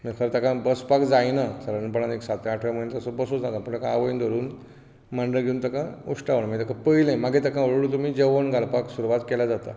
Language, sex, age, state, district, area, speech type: Goan Konkani, male, 45-60, Goa, Bardez, rural, spontaneous